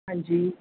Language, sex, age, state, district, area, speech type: Punjabi, female, 30-45, Punjab, Mansa, urban, conversation